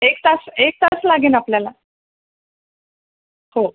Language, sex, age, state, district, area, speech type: Marathi, female, 30-45, Maharashtra, Buldhana, urban, conversation